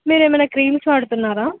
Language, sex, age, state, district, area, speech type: Telugu, female, 18-30, Telangana, Suryapet, urban, conversation